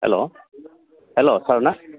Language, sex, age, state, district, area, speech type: Bodo, male, 45-60, Assam, Baksa, urban, conversation